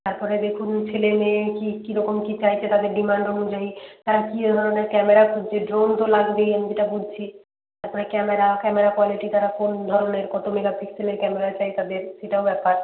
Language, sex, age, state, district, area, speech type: Bengali, female, 18-30, West Bengal, Nadia, rural, conversation